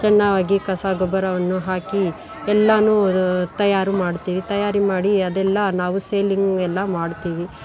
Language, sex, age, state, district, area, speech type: Kannada, female, 45-60, Karnataka, Bangalore Urban, rural, spontaneous